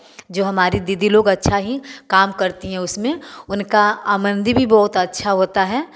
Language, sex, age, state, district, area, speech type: Hindi, female, 30-45, Uttar Pradesh, Varanasi, rural, spontaneous